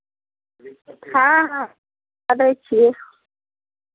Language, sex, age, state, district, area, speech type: Maithili, female, 45-60, Bihar, Araria, rural, conversation